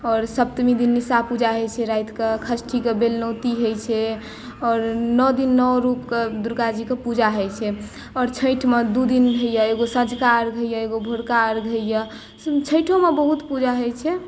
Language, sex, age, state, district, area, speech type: Maithili, female, 18-30, Bihar, Madhubani, rural, spontaneous